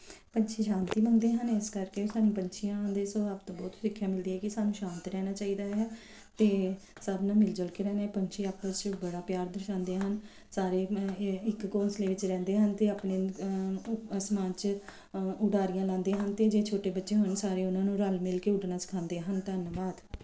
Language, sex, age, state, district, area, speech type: Punjabi, female, 45-60, Punjab, Kapurthala, urban, spontaneous